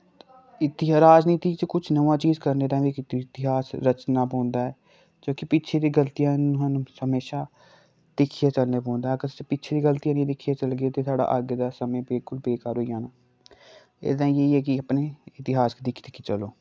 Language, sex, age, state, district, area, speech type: Dogri, male, 18-30, Jammu and Kashmir, Kathua, rural, spontaneous